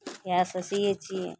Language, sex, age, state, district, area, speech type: Maithili, female, 30-45, Bihar, Araria, rural, spontaneous